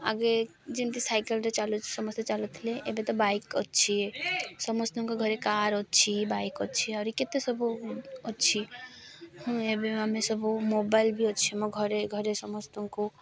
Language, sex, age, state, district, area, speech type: Odia, female, 18-30, Odisha, Malkangiri, urban, spontaneous